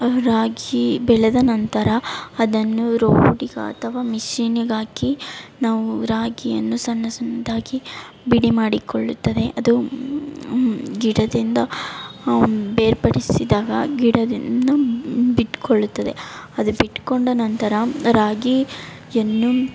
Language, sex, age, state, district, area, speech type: Kannada, female, 18-30, Karnataka, Chamarajanagar, urban, spontaneous